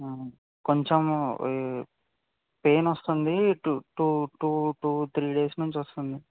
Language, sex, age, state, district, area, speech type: Telugu, male, 18-30, Telangana, Vikarabad, urban, conversation